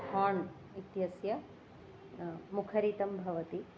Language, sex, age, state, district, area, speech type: Sanskrit, female, 30-45, Kerala, Ernakulam, urban, spontaneous